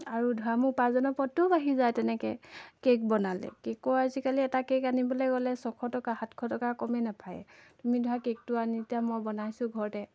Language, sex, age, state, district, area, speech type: Assamese, female, 18-30, Assam, Golaghat, urban, spontaneous